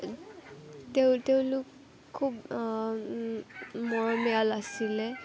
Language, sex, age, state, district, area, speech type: Assamese, female, 18-30, Assam, Kamrup Metropolitan, rural, spontaneous